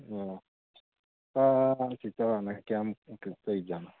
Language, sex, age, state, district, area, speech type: Manipuri, male, 30-45, Manipur, Kakching, rural, conversation